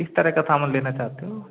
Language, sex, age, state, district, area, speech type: Hindi, male, 30-45, Madhya Pradesh, Gwalior, urban, conversation